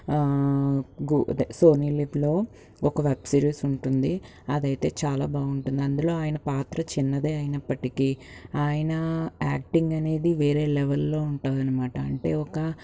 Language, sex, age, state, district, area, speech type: Telugu, female, 30-45, Andhra Pradesh, Palnadu, urban, spontaneous